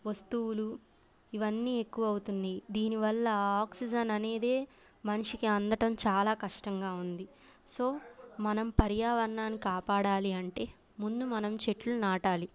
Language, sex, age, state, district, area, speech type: Telugu, female, 18-30, Andhra Pradesh, Bapatla, urban, spontaneous